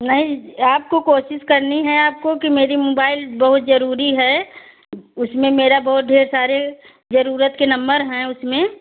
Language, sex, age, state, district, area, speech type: Hindi, female, 45-60, Uttar Pradesh, Bhadohi, urban, conversation